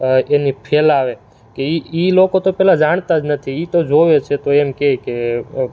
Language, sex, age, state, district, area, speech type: Gujarati, male, 18-30, Gujarat, Surat, rural, spontaneous